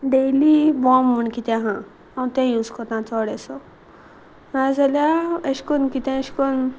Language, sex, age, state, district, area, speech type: Goan Konkani, female, 18-30, Goa, Salcete, rural, spontaneous